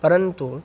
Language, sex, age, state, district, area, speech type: Sanskrit, male, 18-30, Maharashtra, Nagpur, urban, spontaneous